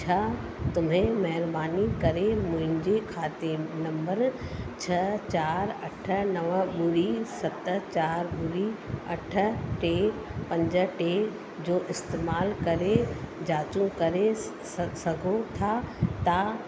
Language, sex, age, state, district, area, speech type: Sindhi, female, 45-60, Uttar Pradesh, Lucknow, rural, read